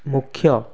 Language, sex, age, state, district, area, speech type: Odia, male, 18-30, Odisha, Kendrapara, urban, spontaneous